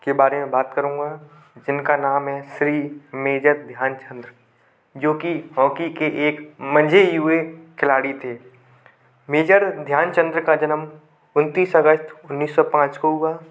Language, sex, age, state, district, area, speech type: Hindi, male, 18-30, Madhya Pradesh, Gwalior, urban, spontaneous